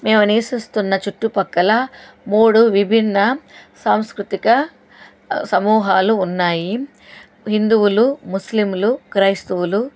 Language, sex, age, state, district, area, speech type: Telugu, female, 45-60, Andhra Pradesh, Chittoor, rural, spontaneous